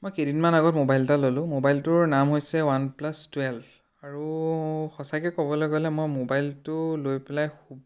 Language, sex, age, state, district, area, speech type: Assamese, male, 18-30, Assam, Biswanath, rural, spontaneous